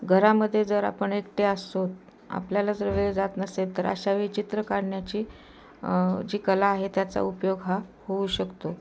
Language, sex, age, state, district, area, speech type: Marathi, female, 60+, Maharashtra, Osmanabad, rural, spontaneous